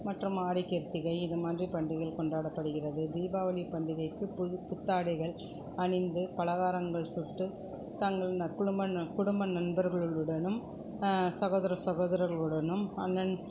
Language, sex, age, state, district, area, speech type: Tamil, female, 45-60, Tamil Nadu, Krishnagiri, rural, spontaneous